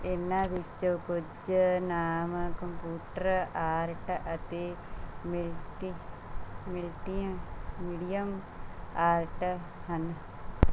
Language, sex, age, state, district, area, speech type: Punjabi, female, 45-60, Punjab, Mansa, rural, read